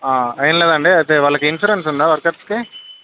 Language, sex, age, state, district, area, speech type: Telugu, male, 18-30, Andhra Pradesh, Krishna, urban, conversation